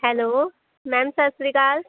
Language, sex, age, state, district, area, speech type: Punjabi, female, 18-30, Punjab, Shaheed Bhagat Singh Nagar, rural, conversation